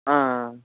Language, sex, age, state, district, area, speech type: Tamil, male, 18-30, Tamil Nadu, Ariyalur, rural, conversation